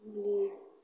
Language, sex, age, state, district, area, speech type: Bodo, female, 45-60, Assam, Kokrajhar, rural, spontaneous